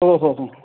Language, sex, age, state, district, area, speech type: Sanskrit, male, 45-60, Karnataka, Vijayapura, urban, conversation